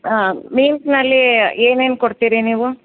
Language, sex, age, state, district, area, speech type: Kannada, female, 60+, Karnataka, Bellary, rural, conversation